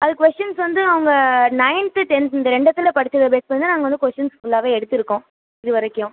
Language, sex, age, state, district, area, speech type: Tamil, male, 18-30, Tamil Nadu, Sivaganga, rural, conversation